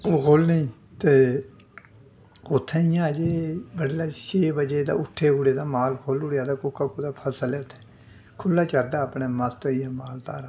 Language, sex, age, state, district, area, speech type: Dogri, male, 60+, Jammu and Kashmir, Udhampur, rural, spontaneous